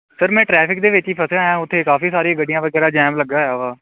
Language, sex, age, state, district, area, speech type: Punjabi, male, 18-30, Punjab, Kapurthala, urban, conversation